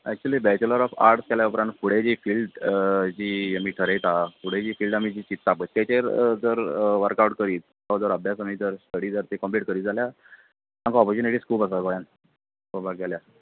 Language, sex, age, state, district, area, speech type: Goan Konkani, male, 30-45, Goa, Bardez, urban, conversation